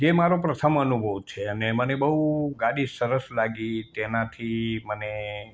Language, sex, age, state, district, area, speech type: Gujarati, male, 60+, Gujarat, Morbi, rural, spontaneous